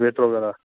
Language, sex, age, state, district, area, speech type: Hindi, male, 45-60, Uttar Pradesh, Hardoi, rural, conversation